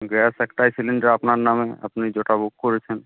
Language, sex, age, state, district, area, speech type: Bengali, male, 18-30, West Bengal, Uttar Dinajpur, urban, conversation